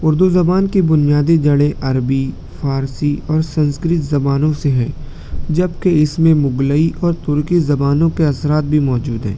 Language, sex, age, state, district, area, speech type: Urdu, male, 60+, Maharashtra, Nashik, rural, spontaneous